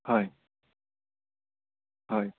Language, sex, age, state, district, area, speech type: Assamese, male, 18-30, Assam, Sonitpur, rural, conversation